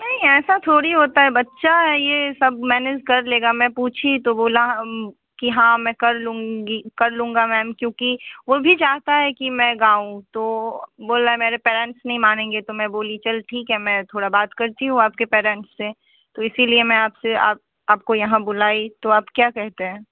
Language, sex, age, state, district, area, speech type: Hindi, female, 18-30, Bihar, Muzaffarpur, urban, conversation